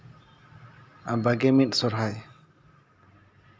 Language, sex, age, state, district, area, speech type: Santali, male, 18-30, West Bengal, Purulia, rural, spontaneous